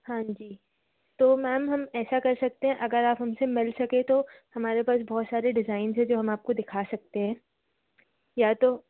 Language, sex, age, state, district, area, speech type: Hindi, female, 30-45, Madhya Pradesh, Jabalpur, urban, conversation